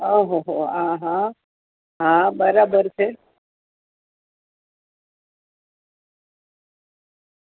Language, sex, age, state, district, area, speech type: Gujarati, female, 60+, Gujarat, Kheda, rural, conversation